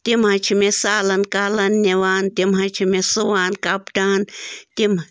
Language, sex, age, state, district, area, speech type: Kashmiri, female, 18-30, Jammu and Kashmir, Bandipora, rural, spontaneous